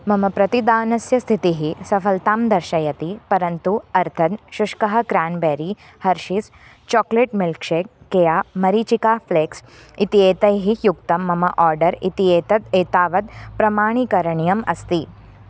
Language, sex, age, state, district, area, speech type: Sanskrit, female, 18-30, Maharashtra, Thane, urban, read